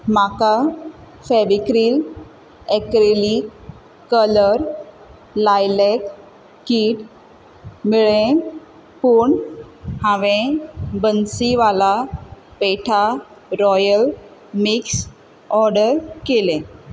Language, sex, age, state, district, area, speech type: Goan Konkani, female, 18-30, Goa, Quepem, rural, read